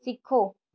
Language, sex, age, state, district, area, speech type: Punjabi, female, 18-30, Punjab, Shaheed Bhagat Singh Nagar, rural, read